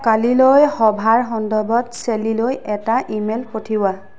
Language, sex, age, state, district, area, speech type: Assamese, female, 45-60, Assam, Charaideo, urban, read